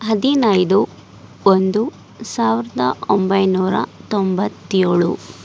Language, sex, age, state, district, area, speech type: Kannada, female, 60+, Karnataka, Chikkaballapur, urban, spontaneous